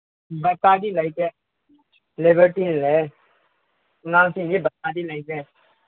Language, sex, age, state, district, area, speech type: Manipuri, male, 18-30, Manipur, Senapati, rural, conversation